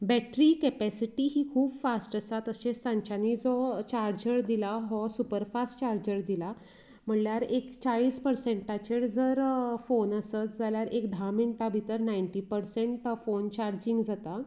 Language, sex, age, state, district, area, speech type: Goan Konkani, female, 30-45, Goa, Canacona, rural, spontaneous